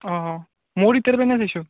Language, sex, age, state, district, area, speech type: Assamese, male, 18-30, Assam, Barpeta, rural, conversation